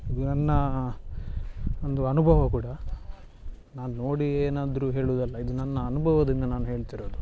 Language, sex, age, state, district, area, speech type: Kannada, male, 30-45, Karnataka, Dakshina Kannada, rural, spontaneous